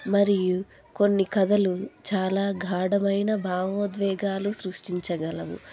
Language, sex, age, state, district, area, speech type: Telugu, female, 18-30, Andhra Pradesh, Anantapur, rural, spontaneous